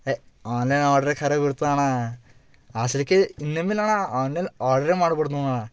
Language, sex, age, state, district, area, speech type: Kannada, male, 18-30, Karnataka, Bidar, urban, spontaneous